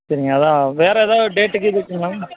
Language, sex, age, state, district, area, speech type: Tamil, male, 18-30, Tamil Nadu, Madurai, rural, conversation